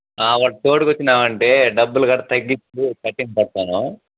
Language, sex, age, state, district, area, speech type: Telugu, male, 45-60, Andhra Pradesh, Sri Balaji, rural, conversation